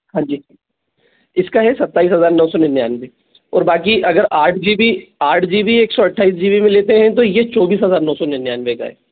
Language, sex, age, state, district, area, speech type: Hindi, male, 18-30, Madhya Pradesh, Bhopal, urban, conversation